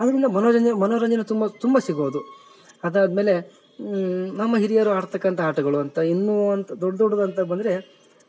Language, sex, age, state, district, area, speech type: Kannada, male, 18-30, Karnataka, Bellary, rural, spontaneous